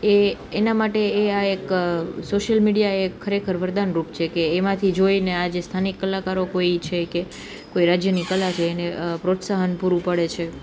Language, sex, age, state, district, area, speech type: Gujarati, female, 18-30, Gujarat, Junagadh, urban, spontaneous